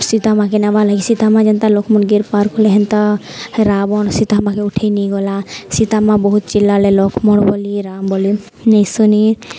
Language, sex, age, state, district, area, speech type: Odia, female, 18-30, Odisha, Nuapada, urban, spontaneous